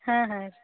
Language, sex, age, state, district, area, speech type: Kannada, female, 18-30, Karnataka, Gulbarga, urban, conversation